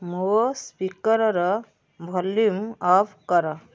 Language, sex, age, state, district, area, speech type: Odia, female, 45-60, Odisha, Puri, urban, read